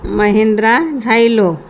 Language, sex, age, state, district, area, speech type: Marathi, female, 45-60, Maharashtra, Nagpur, rural, spontaneous